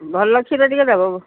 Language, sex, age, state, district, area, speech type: Odia, female, 60+, Odisha, Cuttack, urban, conversation